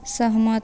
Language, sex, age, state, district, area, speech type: Hindi, female, 18-30, Bihar, Madhepura, rural, read